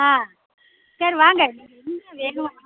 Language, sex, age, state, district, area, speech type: Tamil, female, 60+, Tamil Nadu, Pudukkottai, rural, conversation